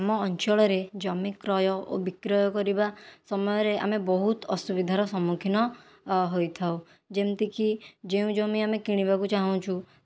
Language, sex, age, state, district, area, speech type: Odia, female, 18-30, Odisha, Khordha, rural, spontaneous